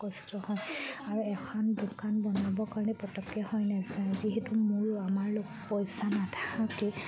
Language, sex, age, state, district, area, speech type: Assamese, female, 45-60, Assam, Charaideo, rural, spontaneous